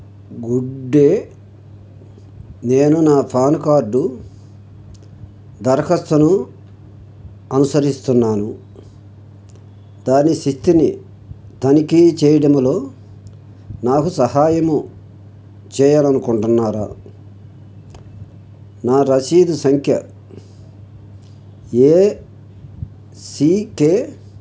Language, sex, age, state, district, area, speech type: Telugu, male, 60+, Andhra Pradesh, Krishna, urban, read